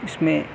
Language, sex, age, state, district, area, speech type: Urdu, male, 18-30, Delhi, South Delhi, urban, spontaneous